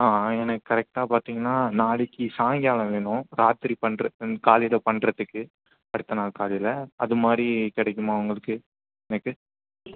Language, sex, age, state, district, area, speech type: Tamil, male, 18-30, Tamil Nadu, Chennai, urban, conversation